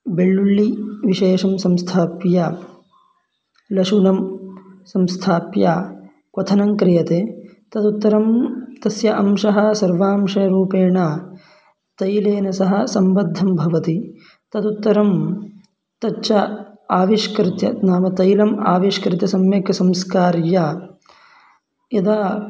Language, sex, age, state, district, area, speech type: Sanskrit, male, 18-30, Karnataka, Mandya, rural, spontaneous